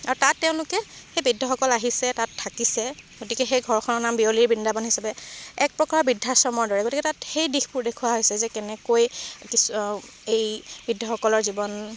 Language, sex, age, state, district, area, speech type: Assamese, female, 18-30, Assam, Dibrugarh, rural, spontaneous